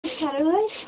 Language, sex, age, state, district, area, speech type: Kashmiri, female, 45-60, Jammu and Kashmir, Kupwara, urban, conversation